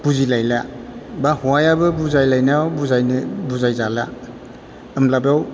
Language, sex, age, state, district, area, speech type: Bodo, male, 60+, Assam, Chirang, rural, spontaneous